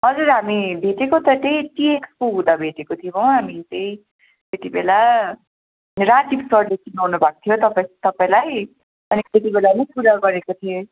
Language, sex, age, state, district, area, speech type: Nepali, female, 18-30, West Bengal, Darjeeling, rural, conversation